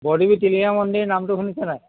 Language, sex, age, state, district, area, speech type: Assamese, male, 60+, Assam, Tinsukia, rural, conversation